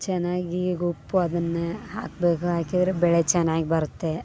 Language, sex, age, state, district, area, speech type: Kannada, female, 18-30, Karnataka, Vijayanagara, rural, spontaneous